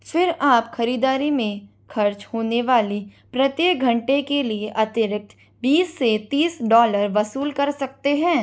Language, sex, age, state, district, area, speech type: Hindi, female, 45-60, Rajasthan, Jaipur, urban, read